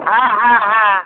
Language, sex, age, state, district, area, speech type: Bengali, male, 60+, West Bengal, North 24 Parganas, rural, conversation